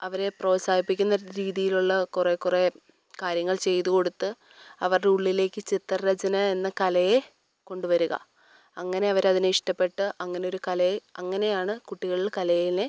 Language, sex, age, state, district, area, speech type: Malayalam, female, 18-30, Kerala, Idukki, rural, spontaneous